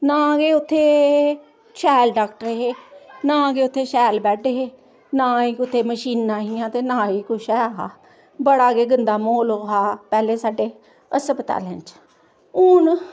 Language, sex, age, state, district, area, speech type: Dogri, female, 45-60, Jammu and Kashmir, Samba, rural, spontaneous